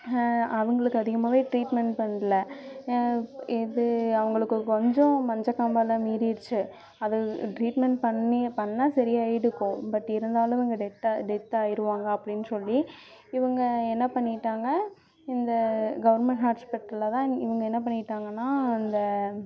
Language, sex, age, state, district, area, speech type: Tamil, female, 18-30, Tamil Nadu, Namakkal, rural, spontaneous